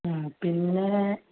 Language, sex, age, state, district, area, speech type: Malayalam, male, 30-45, Kerala, Malappuram, rural, conversation